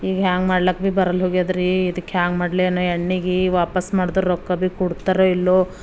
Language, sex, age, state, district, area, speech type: Kannada, female, 45-60, Karnataka, Bidar, rural, spontaneous